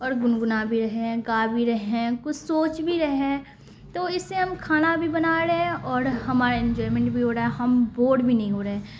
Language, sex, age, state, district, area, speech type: Urdu, female, 18-30, Bihar, Khagaria, rural, spontaneous